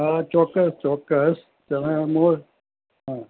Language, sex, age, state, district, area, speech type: Gujarati, male, 60+, Gujarat, Anand, urban, conversation